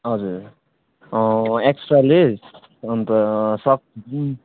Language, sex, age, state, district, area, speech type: Nepali, male, 18-30, West Bengal, Darjeeling, rural, conversation